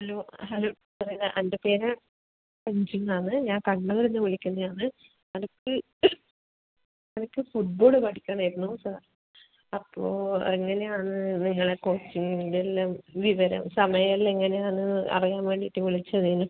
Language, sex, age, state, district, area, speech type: Malayalam, female, 30-45, Kerala, Kannur, urban, conversation